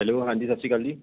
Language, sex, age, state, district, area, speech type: Punjabi, male, 30-45, Punjab, Patiala, urban, conversation